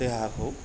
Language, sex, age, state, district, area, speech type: Bodo, male, 45-60, Assam, Kokrajhar, rural, spontaneous